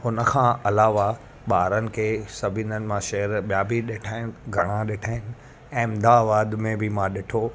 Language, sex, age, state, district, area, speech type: Sindhi, male, 30-45, Gujarat, Surat, urban, spontaneous